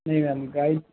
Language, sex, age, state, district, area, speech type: Hindi, male, 18-30, Rajasthan, Jodhpur, urban, conversation